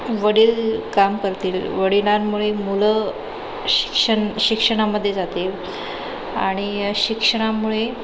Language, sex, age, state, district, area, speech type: Marathi, female, 30-45, Maharashtra, Nagpur, urban, spontaneous